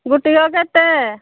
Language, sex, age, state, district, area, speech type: Odia, female, 45-60, Odisha, Angul, rural, conversation